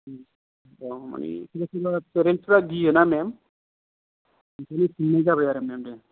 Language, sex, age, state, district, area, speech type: Bodo, male, 30-45, Assam, Kokrajhar, rural, conversation